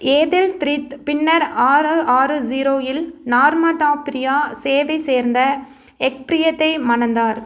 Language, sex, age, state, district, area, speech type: Tamil, female, 30-45, Tamil Nadu, Nilgiris, urban, read